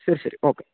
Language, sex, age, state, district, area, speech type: Malayalam, male, 30-45, Kerala, Idukki, rural, conversation